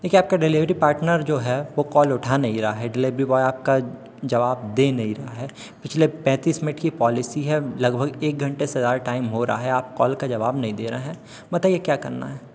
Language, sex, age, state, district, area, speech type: Hindi, male, 30-45, Madhya Pradesh, Hoshangabad, urban, spontaneous